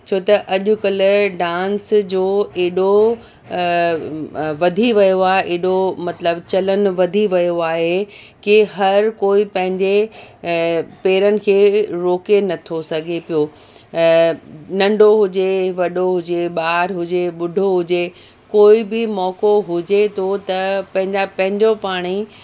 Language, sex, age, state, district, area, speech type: Sindhi, female, 60+, Uttar Pradesh, Lucknow, rural, spontaneous